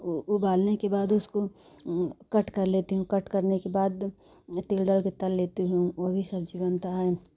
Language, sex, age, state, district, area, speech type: Hindi, female, 45-60, Uttar Pradesh, Jaunpur, urban, spontaneous